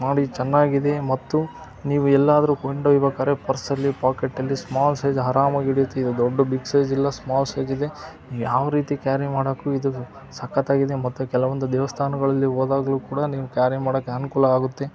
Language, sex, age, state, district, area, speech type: Kannada, male, 45-60, Karnataka, Chitradurga, rural, spontaneous